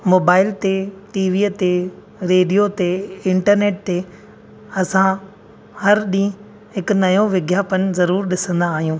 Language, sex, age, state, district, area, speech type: Sindhi, male, 30-45, Maharashtra, Thane, urban, spontaneous